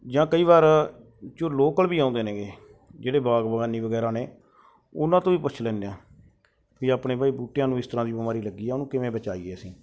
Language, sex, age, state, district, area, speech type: Punjabi, male, 30-45, Punjab, Mansa, urban, spontaneous